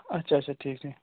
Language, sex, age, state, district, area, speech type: Kashmiri, male, 18-30, Jammu and Kashmir, Ganderbal, rural, conversation